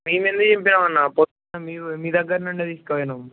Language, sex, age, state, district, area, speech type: Telugu, male, 18-30, Telangana, Nalgonda, urban, conversation